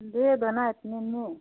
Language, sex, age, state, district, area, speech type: Hindi, female, 45-60, Uttar Pradesh, Prayagraj, rural, conversation